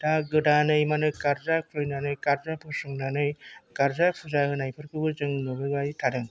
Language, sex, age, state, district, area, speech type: Bodo, male, 45-60, Assam, Chirang, urban, spontaneous